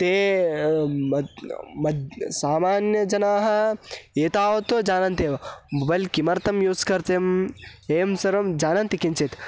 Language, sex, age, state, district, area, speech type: Sanskrit, male, 18-30, Karnataka, Hassan, rural, spontaneous